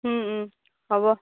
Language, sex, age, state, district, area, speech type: Assamese, female, 18-30, Assam, Dhemaji, rural, conversation